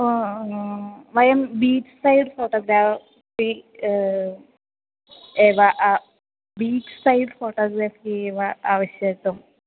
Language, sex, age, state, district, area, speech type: Sanskrit, female, 18-30, Kerala, Thrissur, urban, conversation